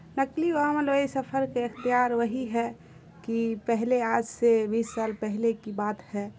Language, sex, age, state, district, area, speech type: Urdu, female, 30-45, Bihar, Khagaria, rural, spontaneous